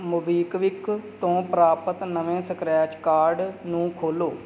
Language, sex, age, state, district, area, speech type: Punjabi, male, 30-45, Punjab, Kapurthala, rural, read